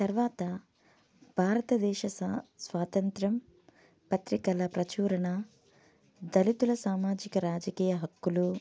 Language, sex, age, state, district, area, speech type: Telugu, female, 30-45, Telangana, Hanamkonda, urban, spontaneous